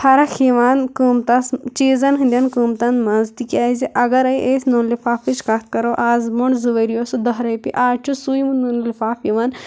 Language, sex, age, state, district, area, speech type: Kashmiri, female, 18-30, Jammu and Kashmir, Kulgam, rural, spontaneous